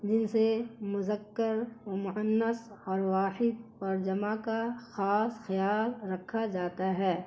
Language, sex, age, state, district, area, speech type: Urdu, female, 30-45, Bihar, Gaya, urban, spontaneous